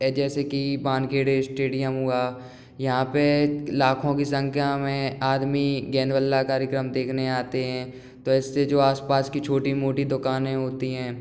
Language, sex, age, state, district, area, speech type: Hindi, male, 18-30, Madhya Pradesh, Gwalior, urban, spontaneous